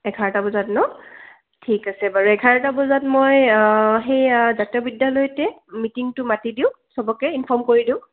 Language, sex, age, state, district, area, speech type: Assamese, female, 18-30, Assam, Kamrup Metropolitan, urban, conversation